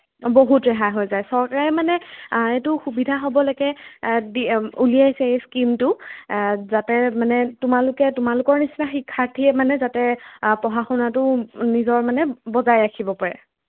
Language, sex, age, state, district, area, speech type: Assamese, female, 18-30, Assam, Jorhat, urban, conversation